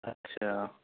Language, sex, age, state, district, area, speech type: Urdu, male, 18-30, Uttar Pradesh, Balrampur, rural, conversation